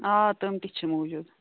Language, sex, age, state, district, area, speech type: Kashmiri, female, 18-30, Jammu and Kashmir, Kulgam, rural, conversation